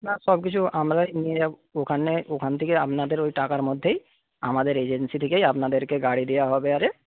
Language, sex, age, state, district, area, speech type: Bengali, male, 30-45, West Bengal, Paschim Medinipur, rural, conversation